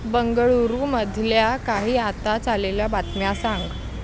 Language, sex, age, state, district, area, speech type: Marathi, female, 18-30, Maharashtra, Mumbai Suburban, urban, read